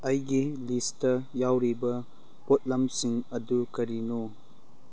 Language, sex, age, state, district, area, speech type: Manipuri, male, 30-45, Manipur, Churachandpur, rural, read